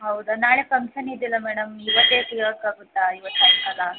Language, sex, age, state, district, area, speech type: Kannada, female, 18-30, Karnataka, Chamarajanagar, rural, conversation